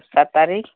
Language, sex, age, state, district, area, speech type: Odia, male, 45-60, Odisha, Nuapada, urban, conversation